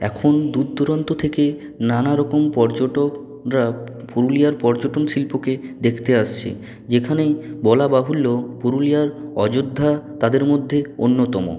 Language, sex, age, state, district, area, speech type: Bengali, male, 45-60, West Bengal, Purulia, urban, spontaneous